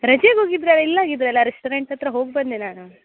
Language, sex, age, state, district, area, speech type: Kannada, female, 30-45, Karnataka, Uttara Kannada, rural, conversation